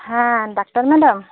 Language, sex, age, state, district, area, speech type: Santali, female, 18-30, West Bengal, Birbhum, rural, conversation